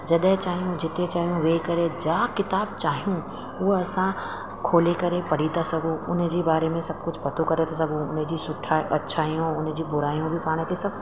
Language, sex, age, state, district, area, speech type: Sindhi, female, 30-45, Rajasthan, Ajmer, urban, spontaneous